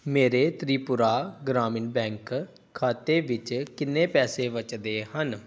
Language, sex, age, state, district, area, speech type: Punjabi, male, 30-45, Punjab, Pathankot, rural, read